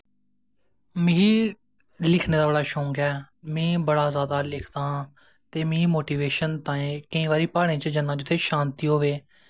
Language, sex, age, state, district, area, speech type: Dogri, male, 18-30, Jammu and Kashmir, Jammu, rural, spontaneous